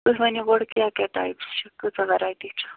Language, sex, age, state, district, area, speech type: Kashmiri, female, 60+, Jammu and Kashmir, Ganderbal, rural, conversation